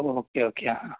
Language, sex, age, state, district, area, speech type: Malayalam, male, 18-30, Kerala, Kasaragod, rural, conversation